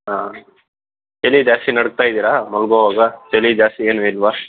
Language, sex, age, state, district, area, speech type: Kannada, male, 18-30, Karnataka, Tumkur, rural, conversation